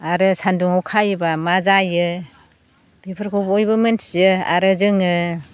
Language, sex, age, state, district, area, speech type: Bodo, female, 60+, Assam, Chirang, rural, spontaneous